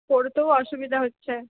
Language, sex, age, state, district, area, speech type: Bengali, female, 30-45, West Bengal, Purulia, urban, conversation